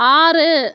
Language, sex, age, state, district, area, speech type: Tamil, female, 60+, Tamil Nadu, Mayiladuthurai, urban, read